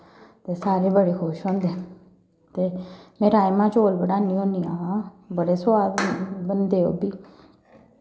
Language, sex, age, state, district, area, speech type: Dogri, female, 30-45, Jammu and Kashmir, Samba, rural, spontaneous